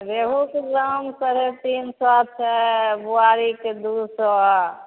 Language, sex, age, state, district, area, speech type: Maithili, female, 45-60, Bihar, Begusarai, rural, conversation